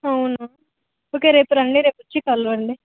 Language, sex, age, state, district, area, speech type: Telugu, female, 18-30, Telangana, Suryapet, urban, conversation